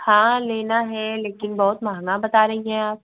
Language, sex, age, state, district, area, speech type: Hindi, female, 45-60, Uttar Pradesh, Mau, urban, conversation